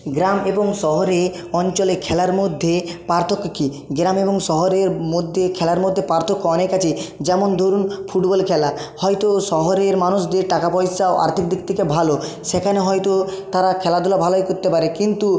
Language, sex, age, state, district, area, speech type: Bengali, male, 30-45, West Bengal, Jhargram, rural, spontaneous